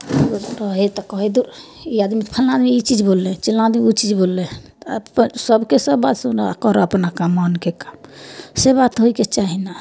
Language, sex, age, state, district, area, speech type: Maithili, female, 30-45, Bihar, Samastipur, rural, spontaneous